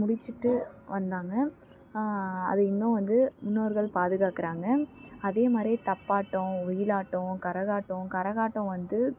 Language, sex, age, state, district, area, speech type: Tamil, female, 18-30, Tamil Nadu, Tiruvannamalai, rural, spontaneous